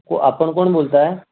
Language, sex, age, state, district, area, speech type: Marathi, male, 30-45, Maharashtra, Raigad, rural, conversation